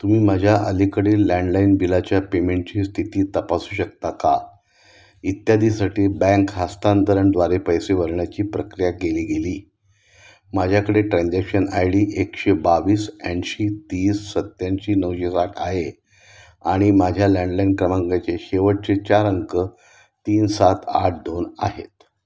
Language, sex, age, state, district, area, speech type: Marathi, male, 60+, Maharashtra, Nashik, urban, read